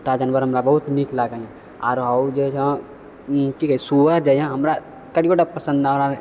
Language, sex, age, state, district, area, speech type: Maithili, male, 30-45, Bihar, Purnia, urban, spontaneous